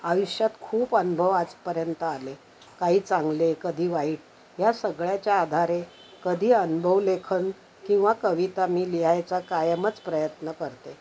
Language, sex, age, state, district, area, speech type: Marathi, female, 60+, Maharashtra, Thane, urban, spontaneous